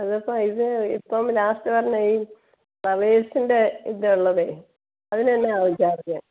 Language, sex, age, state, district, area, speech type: Malayalam, female, 45-60, Kerala, Kottayam, rural, conversation